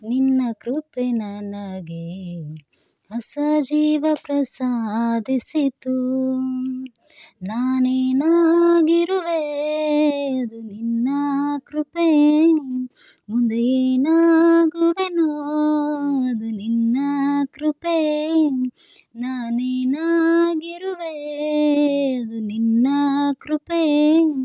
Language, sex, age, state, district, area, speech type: Kannada, female, 18-30, Karnataka, Bidar, rural, spontaneous